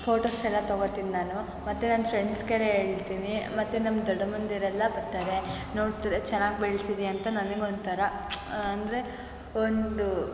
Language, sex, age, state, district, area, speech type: Kannada, female, 18-30, Karnataka, Mysore, urban, spontaneous